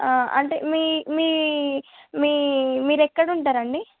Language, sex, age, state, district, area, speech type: Telugu, female, 18-30, Telangana, Medchal, urban, conversation